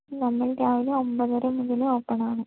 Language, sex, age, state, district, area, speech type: Malayalam, female, 18-30, Kerala, Wayanad, rural, conversation